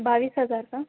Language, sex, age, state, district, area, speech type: Marathi, female, 18-30, Maharashtra, Aurangabad, rural, conversation